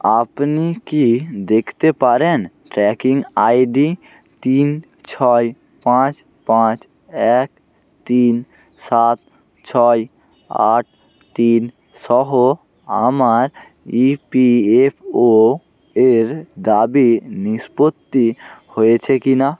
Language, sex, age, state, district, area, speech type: Bengali, male, 18-30, West Bengal, North 24 Parganas, rural, read